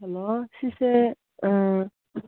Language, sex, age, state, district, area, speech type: Manipuri, female, 18-30, Manipur, Kangpokpi, urban, conversation